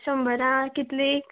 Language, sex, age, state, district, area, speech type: Goan Konkani, female, 18-30, Goa, Canacona, rural, conversation